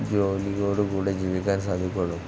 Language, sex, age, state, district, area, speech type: Malayalam, male, 18-30, Kerala, Kozhikode, rural, spontaneous